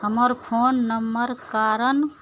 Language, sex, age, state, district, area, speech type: Maithili, female, 30-45, Bihar, Araria, urban, read